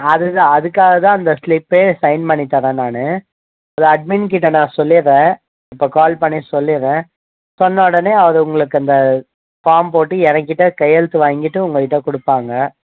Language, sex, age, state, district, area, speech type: Tamil, male, 45-60, Tamil Nadu, Mayiladuthurai, urban, conversation